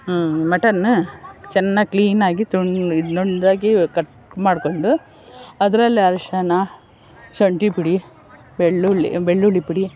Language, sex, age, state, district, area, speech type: Kannada, female, 60+, Karnataka, Bangalore Rural, rural, spontaneous